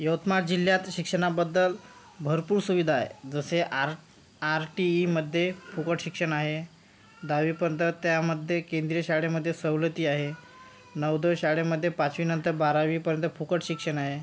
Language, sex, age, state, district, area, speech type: Marathi, male, 30-45, Maharashtra, Yavatmal, rural, spontaneous